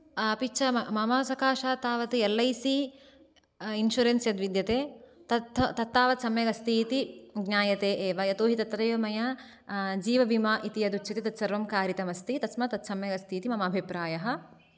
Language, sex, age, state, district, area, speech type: Sanskrit, female, 18-30, Karnataka, Dakshina Kannada, urban, spontaneous